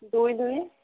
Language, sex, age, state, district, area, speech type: Odia, female, 18-30, Odisha, Sambalpur, rural, conversation